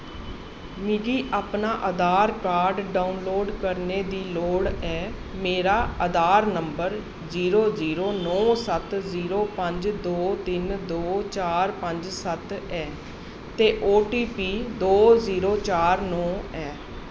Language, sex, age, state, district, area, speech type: Dogri, female, 30-45, Jammu and Kashmir, Jammu, urban, read